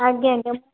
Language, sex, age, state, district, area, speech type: Odia, female, 18-30, Odisha, Bhadrak, rural, conversation